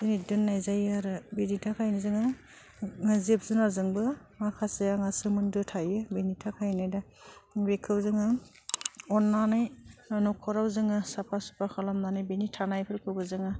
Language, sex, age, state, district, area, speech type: Bodo, female, 18-30, Assam, Udalguri, urban, spontaneous